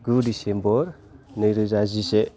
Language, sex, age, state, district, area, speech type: Bodo, male, 30-45, Assam, Kokrajhar, rural, spontaneous